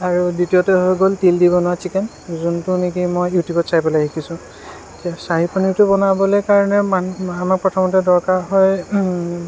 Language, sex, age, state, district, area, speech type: Assamese, male, 30-45, Assam, Sonitpur, urban, spontaneous